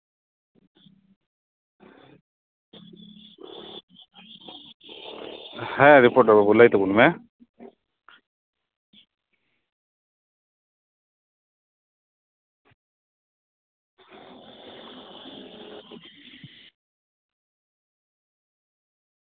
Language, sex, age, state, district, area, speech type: Santali, male, 30-45, West Bengal, Paschim Bardhaman, rural, conversation